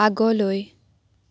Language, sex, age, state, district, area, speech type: Assamese, female, 18-30, Assam, Biswanath, rural, read